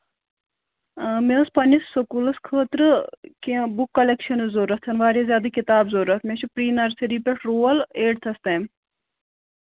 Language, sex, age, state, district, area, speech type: Kashmiri, female, 18-30, Jammu and Kashmir, Kulgam, rural, conversation